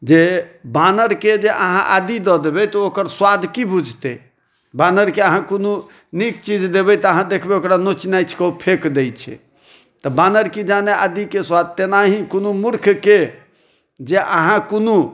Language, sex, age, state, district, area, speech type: Maithili, male, 30-45, Bihar, Madhubani, urban, spontaneous